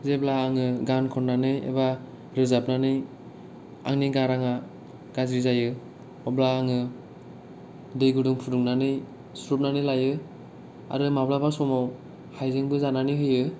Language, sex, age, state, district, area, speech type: Bodo, male, 18-30, Assam, Kokrajhar, rural, spontaneous